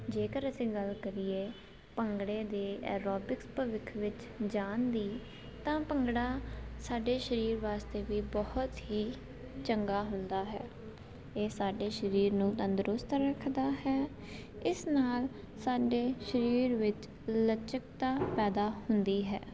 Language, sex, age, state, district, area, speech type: Punjabi, female, 18-30, Punjab, Jalandhar, urban, spontaneous